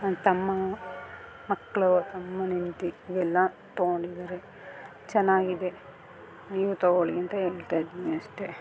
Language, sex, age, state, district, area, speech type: Kannada, female, 30-45, Karnataka, Mandya, urban, spontaneous